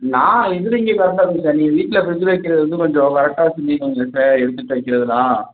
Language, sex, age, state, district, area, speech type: Tamil, male, 18-30, Tamil Nadu, Thanjavur, rural, conversation